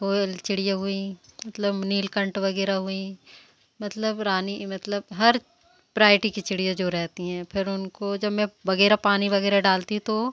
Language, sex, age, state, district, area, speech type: Hindi, female, 45-60, Madhya Pradesh, Seoni, urban, spontaneous